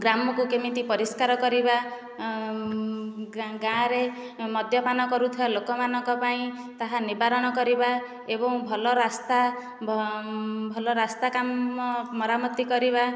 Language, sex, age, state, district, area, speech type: Odia, female, 30-45, Odisha, Nayagarh, rural, spontaneous